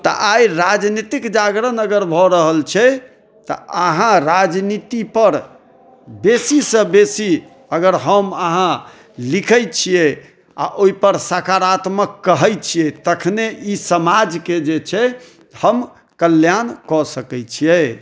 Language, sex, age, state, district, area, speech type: Maithili, male, 30-45, Bihar, Madhubani, urban, spontaneous